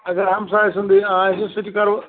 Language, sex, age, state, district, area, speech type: Kashmiri, male, 45-60, Jammu and Kashmir, Ganderbal, rural, conversation